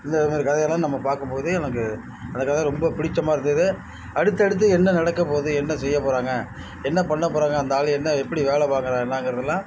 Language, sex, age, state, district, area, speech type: Tamil, male, 60+, Tamil Nadu, Nagapattinam, rural, spontaneous